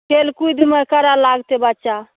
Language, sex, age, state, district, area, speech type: Maithili, female, 30-45, Bihar, Saharsa, rural, conversation